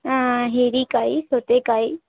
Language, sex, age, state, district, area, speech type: Kannada, female, 18-30, Karnataka, Gadag, rural, conversation